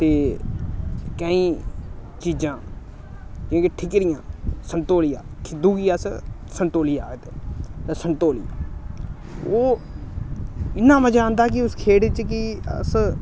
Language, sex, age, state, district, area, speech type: Dogri, male, 18-30, Jammu and Kashmir, Samba, urban, spontaneous